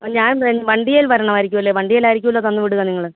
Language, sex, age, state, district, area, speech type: Malayalam, female, 45-60, Kerala, Pathanamthitta, rural, conversation